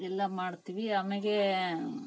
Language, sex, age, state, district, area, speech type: Kannada, female, 30-45, Karnataka, Vijayanagara, rural, spontaneous